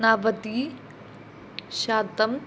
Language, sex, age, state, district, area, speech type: Sanskrit, female, 18-30, Kerala, Thrissur, rural, spontaneous